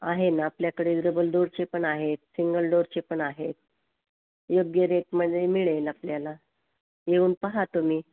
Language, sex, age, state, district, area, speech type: Marathi, female, 60+, Maharashtra, Osmanabad, rural, conversation